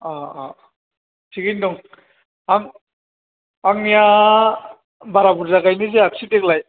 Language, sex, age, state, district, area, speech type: Bodo, male, 45-60, Assam, Chirang, rural, conversation